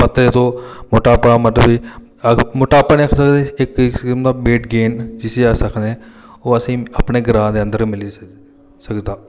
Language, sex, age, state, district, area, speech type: Dogri, male, 30-45, Jammu and Kashmir, Reasi, rural, spontaneous